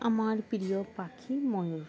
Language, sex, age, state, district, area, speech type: Bengali, female, 18-30, West Bengal, Dakshin Dinajpur, urban, spontaneous